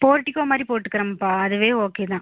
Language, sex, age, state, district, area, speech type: Tamil, female, 18-30, Tamil Nadu, Erode, rural, conversation